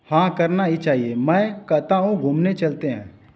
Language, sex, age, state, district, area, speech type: Hindi, male, 18-30, Uttar Pradesh, Azamgarh, rural, read